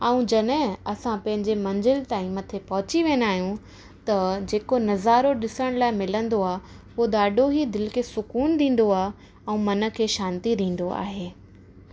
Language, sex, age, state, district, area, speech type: Sindhi, female, 18-30, Maharashtra, Thane, urban, spontaneous